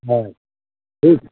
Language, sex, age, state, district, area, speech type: Hindi, male, 60+, Bihar, Muzaffarpur, rural, conversation